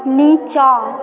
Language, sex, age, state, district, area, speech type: Maithili, female, 18-30, Bihar, Darbhanga, rural, read